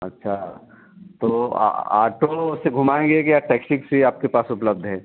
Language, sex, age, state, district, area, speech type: Hindi, male, 45-60, Uttar Pradesh, Mau, rural, conversation